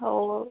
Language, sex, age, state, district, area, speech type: Marathi, female, 30-45, Maharashtra, Thane, urban, conversation